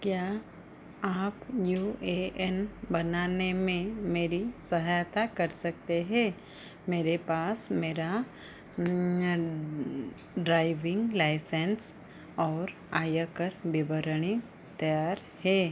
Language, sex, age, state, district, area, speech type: Hindi, female, 45-60, Madhya Pradesh, Chhindwara, rural, read